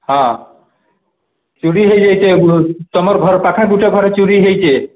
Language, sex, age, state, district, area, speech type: Odia, male, 45-60, Odisha, Nuapada, urban, conversation